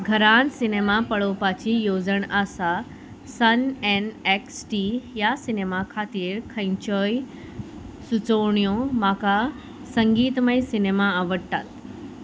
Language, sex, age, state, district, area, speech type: Goan Konkani, female, 30-45, Goa, Salcete, rural, read